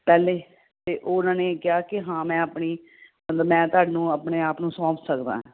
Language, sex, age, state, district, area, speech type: Punjabi, female, 45-60, Punjab, Ludhiana, urban, conversation